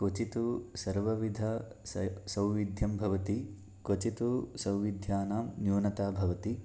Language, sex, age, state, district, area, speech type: Sanskrit, male, 30-45, Karnataka, Chikkamagaluru, rural, spontaneous